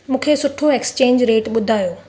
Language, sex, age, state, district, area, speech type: Sindhi, female, 30-45, Gujarat, Surat, urban, read